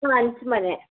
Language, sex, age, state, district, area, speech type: Kannada, female, 45-60, Karnataka, Tumkur, rural, conversation